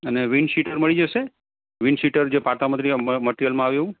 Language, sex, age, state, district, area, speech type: Gujarati, male, 30-45, Gujarat, Kheda, urban, conversation